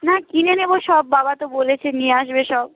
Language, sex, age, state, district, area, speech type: Bengali, female, 30-45, West Bengal, Nadia, rural, conversation